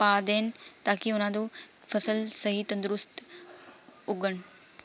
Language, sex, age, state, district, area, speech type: Punjabi, female, 18-30, Punjab, Shaheed Bhagat Singh Nagar, rural, spontaneous